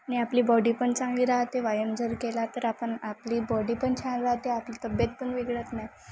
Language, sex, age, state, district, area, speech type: Marathi, female, 18-30, Maharashtra, Wardha, rural, spontaneous